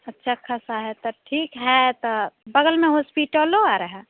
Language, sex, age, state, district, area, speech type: Hindi, female, 30-45, Bihar, Samastipur, rural, conversation